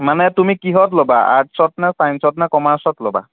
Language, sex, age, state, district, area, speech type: Assamese, male, 18-30, Assam, Jorhat, urban, conversation